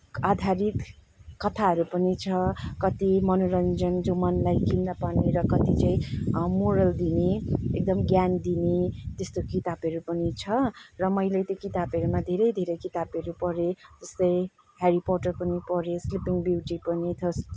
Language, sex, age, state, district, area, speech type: Nepali, female, 30-45, West Bengal, Kalimpong, rural, spontaneous